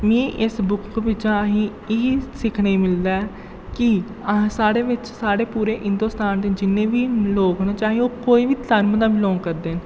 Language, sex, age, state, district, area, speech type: Dogri, male, 18-30, Jammu and Kashmir, Jammu, rural, spontaneous